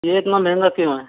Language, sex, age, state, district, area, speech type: Hindi, male, 45-60, Rajasthan, Karauli, rural, conversation